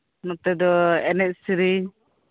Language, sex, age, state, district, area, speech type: Santali, female, 18-30, West Bengal, Birbhum, rural, conversation